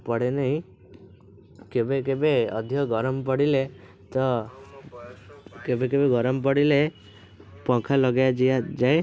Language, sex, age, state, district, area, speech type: Odia, male, 18-30, Odisha, Cuttack, urban, spontaneous